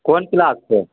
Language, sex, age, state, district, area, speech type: Maithili, male, 30-45, Bihar, Begusarai, urban, conversation